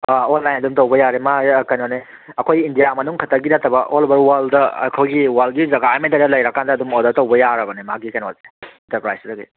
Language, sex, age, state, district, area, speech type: Manipuri, male, 30-45, Manipur, Kangpokpi, urban, conversation